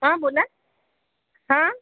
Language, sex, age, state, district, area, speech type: Marathi, female, 30-45, Maharashtra, Buldhana, rural, conversation